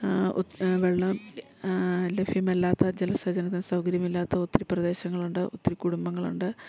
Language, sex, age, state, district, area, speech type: Malayalam, female, 45-60, Kerala, Idukki, rural, spontaneous